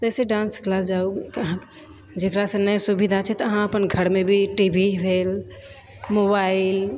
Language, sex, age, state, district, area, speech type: Maithili, female, 30-45, Bihar, Purnia, rural, spontaneous